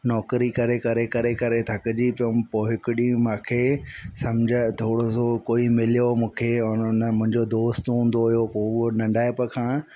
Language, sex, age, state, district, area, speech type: Sindhi, male, 45-60, Madhya Pradesh, Katni, urban, spontaneous